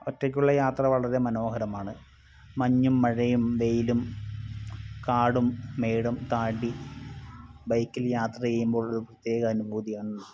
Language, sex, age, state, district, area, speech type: Malayalam, male, 30-45, Kerala, Wayanad, rural, spontaneous